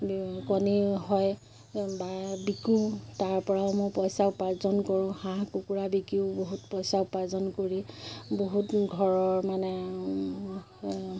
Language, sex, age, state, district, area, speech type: Assamese, female, 30-45, Assam, Majuli, urban, spontaneous